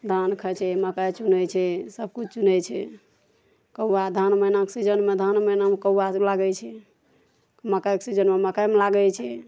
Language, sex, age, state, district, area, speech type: Maithili, female, 45-60, Bihar, Araria, rural, spontaneous